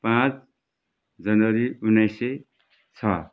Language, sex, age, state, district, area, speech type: Nepali, male, 60+, West Bengal, Darjeeling, rural, spontaneous